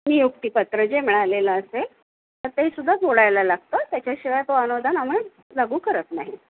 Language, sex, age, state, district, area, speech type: Marathi, female, 45-60, Maharashtra, Nanded, urban, conversation